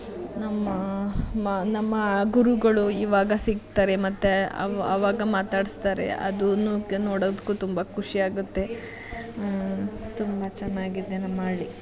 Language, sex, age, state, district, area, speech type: Kannada, female, 30-45, Karnataka, Mandya, rural, spontaneous